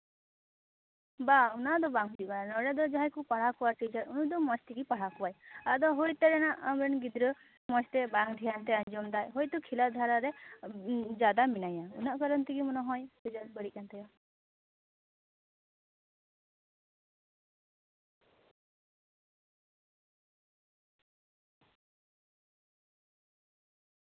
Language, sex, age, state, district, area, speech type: Santali, female, 18-30, West Bengal, Paschim Bardhaman, rural, conversation